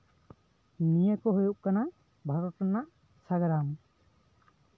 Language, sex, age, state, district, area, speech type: Santali, male, 18-30, West Bengal, Bankura, rural, spontaneous